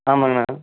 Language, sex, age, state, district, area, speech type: Tamil, male, 18-30, Tamil Nadu, Erode, rural, conversation